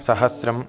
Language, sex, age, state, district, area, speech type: Sanskrit, male, 18-30, Karnataka, Gulbarga, urban, spontaneous